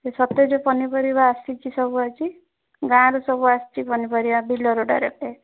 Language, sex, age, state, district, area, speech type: Odia, female, 18-30, Odisha, Bhadrak, rural, conversation